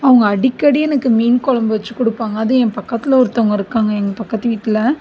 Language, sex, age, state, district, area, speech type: Tamil, female, 45-60, Tamil Nadu, Mayiladuthurai, rural, spontaneous